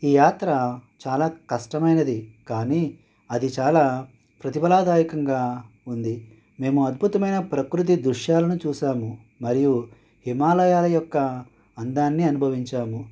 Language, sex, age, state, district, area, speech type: Telugu, male, 60+, Andhra Pradesh, Konaseema, rural, spontaneous